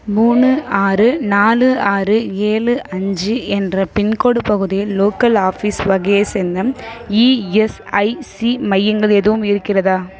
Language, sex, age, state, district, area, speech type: Tamil, female, 18-30, Tamil Nadu, Kallakurichi, rural, read